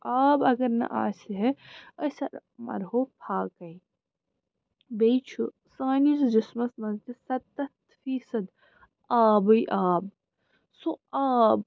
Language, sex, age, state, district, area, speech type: Kashmiri, female, 30-45, Jammu and Kashmir, Srinagar, urban, spontaneous